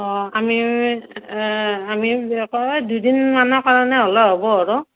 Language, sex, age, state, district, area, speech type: Assamese, female, 45-60, Assam, Morigaon, rural, conversation